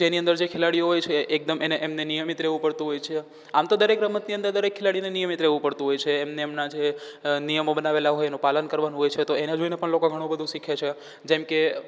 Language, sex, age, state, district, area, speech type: Gujarati, male, 18-30, Gujarat, Rajkot, rural, spontaneous